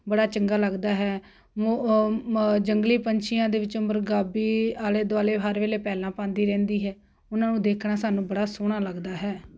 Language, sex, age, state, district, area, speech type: Punjabi, female, 45-60, Punjab, Ludhiana, urban, spontaneous